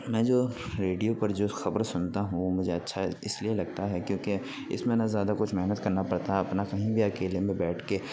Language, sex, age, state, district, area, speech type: Urdu, male, 18-30, Uttar Pradesh, Gautam Buddha Nagar, rural, spontaneous